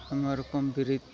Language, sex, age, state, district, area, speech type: Santali, male, 30-45, West Bengal, Malda, rural, spontaneous